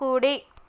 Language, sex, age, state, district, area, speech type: Telugu, female, 30-45, Andhra Pradesh, West Godavari, rural, read